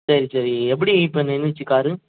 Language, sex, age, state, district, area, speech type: Tamil, male, 30-45, Tamil Nadu, Kallakurichi, rural, conversation